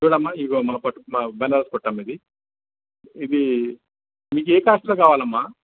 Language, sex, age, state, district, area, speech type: Telugu, male, 60+, Andhra Pradesh, Visakhapatnam, urban, conversation